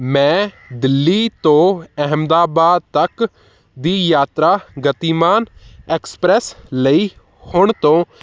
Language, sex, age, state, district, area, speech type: Punjabi, male, 18-30, Punjab, Hoshiarpur, urban, read